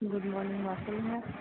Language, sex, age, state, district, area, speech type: Tamil, female, 18-30, Tamil Nadu, Tirunelveli, rural, conversation